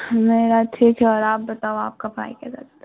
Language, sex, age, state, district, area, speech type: Urdu, female, 18-30, Bihar, Khagaria, rural, conversation